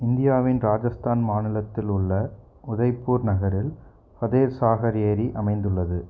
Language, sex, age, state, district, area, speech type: Tamil, male, 18-30, Tamil Nadu, Coimbatore, rural, read